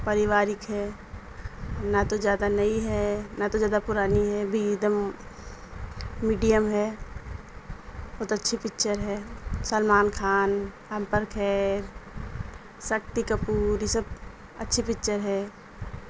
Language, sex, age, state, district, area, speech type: Urdu, female, 30-45, Uttar Pradesh, Mirzapur, rural, spontaneous